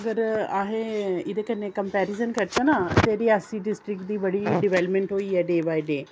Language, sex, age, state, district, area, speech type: Dogri, female, 30-45, Jammu and Kashmir, Reasi, rural, spontaneous